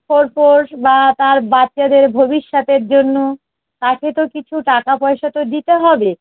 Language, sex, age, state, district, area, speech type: Bengali, female, 45-60, West Bengal, Darjeeling, urban, conversation